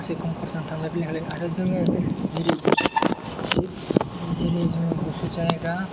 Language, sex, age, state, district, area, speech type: Bodo, male, 18-30, Assam, Kokrajhar, rural, spontaneous